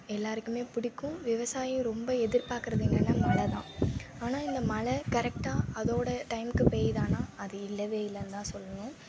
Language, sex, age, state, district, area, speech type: Tamil, female, 18-30, Tamil Nadu, Thanjavur, urban, spontaneous